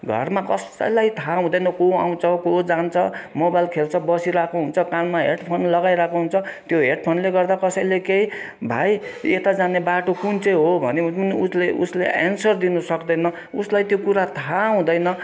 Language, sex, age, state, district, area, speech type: Nepali, male, 60+, West Bengal, Kalimpong, rural, spontaneous